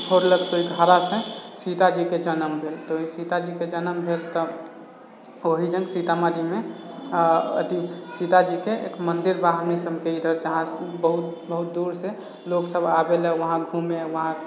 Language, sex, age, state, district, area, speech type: Maithili, male, 18-30, Bihar, Sitamarhi, urban, spontaneous